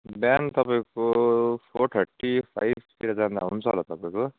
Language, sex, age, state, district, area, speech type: Nepali, male, 30-45, West Bengal, Darjeeling, rural, conversation